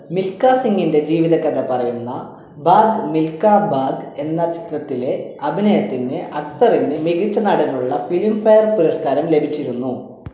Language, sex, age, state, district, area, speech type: Malayalam, male, 18-30, Kerala, Kasaragod, urban, read